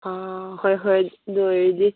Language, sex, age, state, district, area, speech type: Manipuri, female, 18-30, Manipur, Kangpokpi, rural, conversation